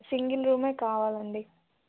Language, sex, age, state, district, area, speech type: Telugu, female, 18-30, Telangana, Bhadradri Kothagudem, rural, conversation